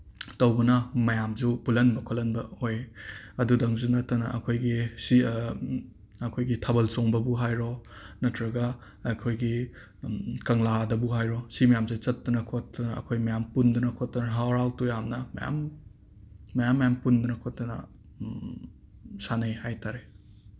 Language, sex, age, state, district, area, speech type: Manipuri, male, 30-45, Manipur, Imphal West, urban, spontaneous